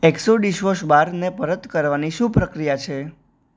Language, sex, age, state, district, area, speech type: Gujarati, male, 18-30, Gujarat, Anand, urban, read